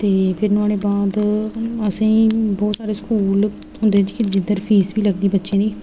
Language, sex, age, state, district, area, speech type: Dogri, female, 18-30, Jammu and Kashmir, Jammu, rural, spontaneous